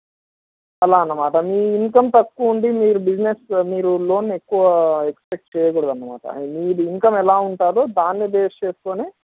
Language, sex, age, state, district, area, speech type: Telugu, male, 30-45, Andhra Pradesh, Anantapur, urban, conversation